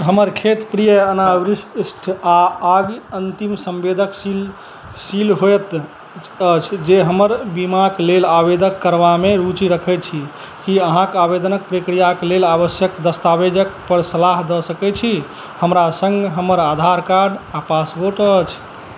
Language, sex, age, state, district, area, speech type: Maithili, male, 30-45, Bihar, Madhubani, rural, read